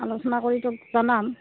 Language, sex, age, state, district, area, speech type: Assamese, female, 45-60, Assam, Goalpara, urban, conversation